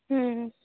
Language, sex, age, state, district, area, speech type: Marathi, female, 30-45, Maharashtra, Nagpur, rural, conversation